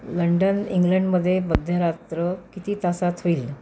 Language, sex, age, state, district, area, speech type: Marathi, female, 30-45, Maharashtra, Amravati, urban, read